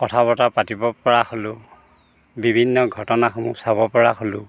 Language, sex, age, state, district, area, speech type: Assamese, male, 60+, Assam, Dhemaji, rural, spontaneous